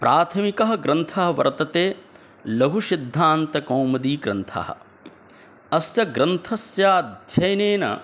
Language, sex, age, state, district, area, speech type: Sanskrit, male, 18-30, Bihar, Gaya, urban, spontaneous